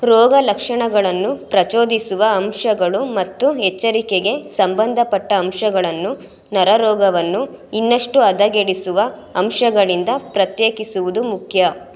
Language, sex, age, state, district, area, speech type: Kannada, female, 18-30, Karnataka, Chitradurga, urban, read